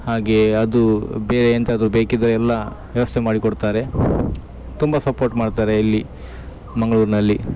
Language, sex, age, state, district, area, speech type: Kannada, male, 30-45, Karnataka, Dakshina Kannada, rural, spontaneous